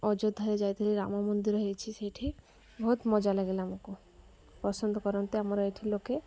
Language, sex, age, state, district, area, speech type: Odia, female, 45-60, Odisha, Malkangiri, urban, spontaneous